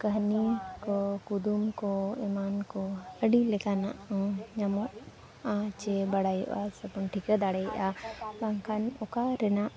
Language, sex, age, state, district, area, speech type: Santali, female, 30-45, Jharkhand, East Singhbhum, rural, spontaneous